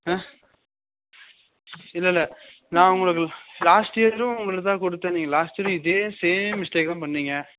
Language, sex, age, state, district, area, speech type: Tamil, male, 30-45, Tamil Nadu, Nilgiris, urban, conversation